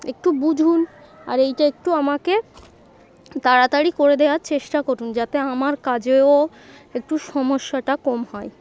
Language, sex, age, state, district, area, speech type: Bengali, female, 18-30, West Bengal, Darjeeling, urban, spontaneous